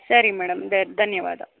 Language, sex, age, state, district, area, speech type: Kannada, female, 18-30, Karnataka, Chikkaballapur, urban, conversation